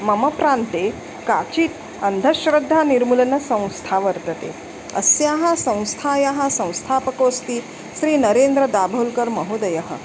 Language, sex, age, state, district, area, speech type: Sanskrit, female, 45-60, Maharashtra, Nagpur, urban, spontaneous